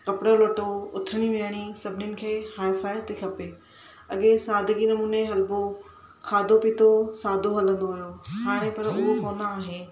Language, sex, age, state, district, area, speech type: Sindhi, female, 30-45, Maharashtra, Thane, urban, spontaneous